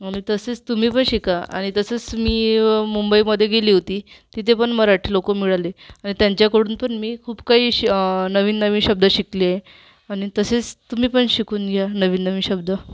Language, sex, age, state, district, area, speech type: Marathi, female, 45-60, Maharashtra, Amravati, urban, spontaneous